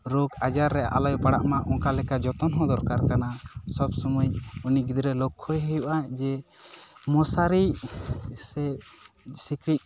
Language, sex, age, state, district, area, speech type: Santali, male, 18-30, West Bengal, Bankura, rural, spontaneous